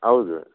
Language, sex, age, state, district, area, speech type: Kannada, male, 30-45, Karnataka, Chitradurga, rural, conversation